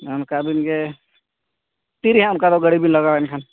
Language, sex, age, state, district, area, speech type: Santali, male, 18-30, Jharkhand, East Singhbhum, rural, conversation